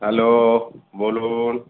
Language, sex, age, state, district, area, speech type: Bengali, male, 60+, West Bengal, Paschim Bardhaman, urban, conversation